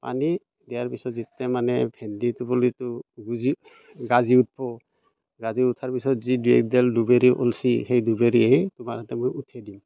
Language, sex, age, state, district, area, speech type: Assamese, male, 45-60, Assam, Barpeta, rural, spontaneous